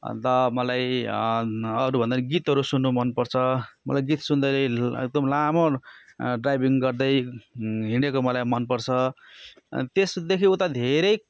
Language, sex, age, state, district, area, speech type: Nepali, male, 45-60, West Bengal, Darjeeling, rural, spontaneous